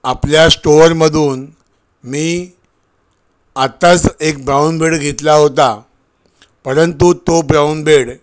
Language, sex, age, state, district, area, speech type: Marathi, male, 60+, Maharashtra, Thane, rural, spontaneous